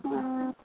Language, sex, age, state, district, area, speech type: Bengali, female, 18-30, West Bengal, Malda, urban, conversation